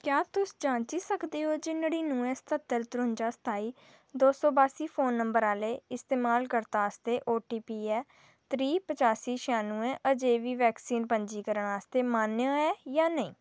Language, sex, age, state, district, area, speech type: Dogri, female, 18-30, Jammu and Kashmir, Jammu, rural, read